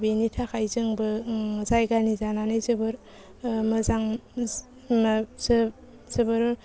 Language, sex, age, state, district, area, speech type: Bodo, female, 30-45, Assam, Baksa, rural, spontaneous